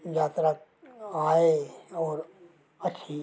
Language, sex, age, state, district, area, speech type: Dogri, male, 60+, Jammu and Kashmir, Reasi, rural, spontaneous